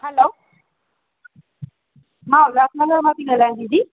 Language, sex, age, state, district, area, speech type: Sindhi, female, 30-45, Maharashtra, Thane, urban, conversation